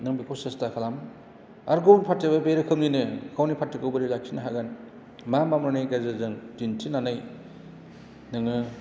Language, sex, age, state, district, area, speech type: Bodo, male, 60+, Assam, Chirang, urban, spontaneous